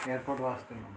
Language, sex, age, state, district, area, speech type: Sindhi, male, 30-45, Delhi, South Delhi, urban, spontaneous